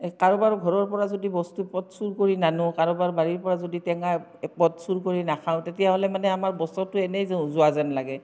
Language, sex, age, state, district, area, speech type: Assamese, female, 45-60, Assam, Barpeta, rural, spontaneous